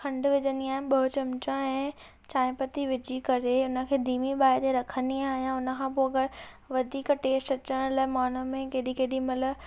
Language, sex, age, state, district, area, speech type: Sindhi, female, 18-30, Maharashtra, Thane, urban, spontaneous